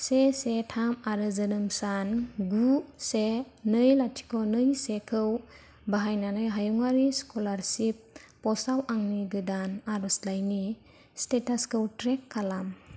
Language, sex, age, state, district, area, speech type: Bodo, female, 18-30, Assam, Kokrajhar, rural, read